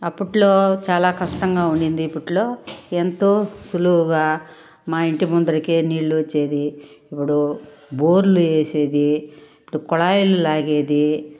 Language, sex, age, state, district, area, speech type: Telugu, female, 60+, Andhra Pradesh, Sri Balaji, urban, spontaneous